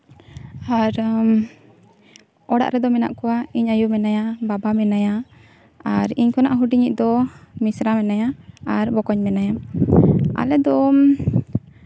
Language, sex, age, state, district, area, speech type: Santali, female, 18-30, West Bengal, Jhargram, rural, spontaneous